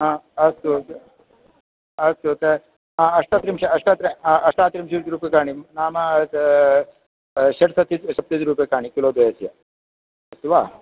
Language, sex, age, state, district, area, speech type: Sanskrit, male, 45-60, Kerala, Kasaragod, urban, conversation